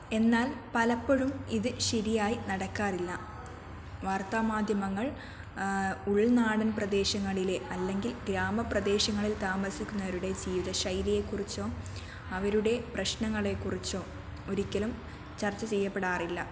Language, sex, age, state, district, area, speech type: Malayalam, female, 18-30, Kerala, Wayanad, rural, spontaneous